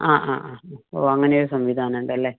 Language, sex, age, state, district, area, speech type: Malayalam, female, 45-60, Kerala, Palakkad, rural, conversation